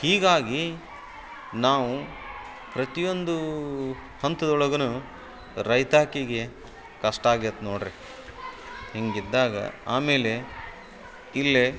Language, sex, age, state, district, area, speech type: Kannada, male, 45-60, Karnataka, Koppal, rural, spontaneous